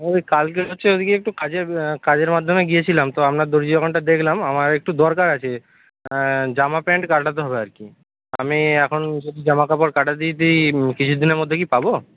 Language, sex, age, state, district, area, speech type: Bengali, male, 45-60, West Bengal, Purba Medinipur, rural, conversation